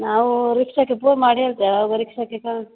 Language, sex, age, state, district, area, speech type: Kannada, female, 30-45, Karnataka, Udupi, rural, conversation